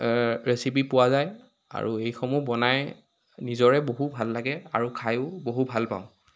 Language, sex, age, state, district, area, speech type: Assamese, male, 18-30, Assam, Sivasagar, rural, spontaneous